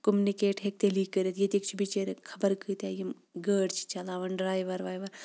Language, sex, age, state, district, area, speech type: Kashmiri, female, 18-30, Jammu and Kashmir, Kulgam, rural, spontaneous